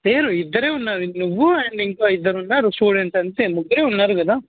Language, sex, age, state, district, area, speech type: Telugu, male, 18-30, Telangana, Warangal, rural, conversation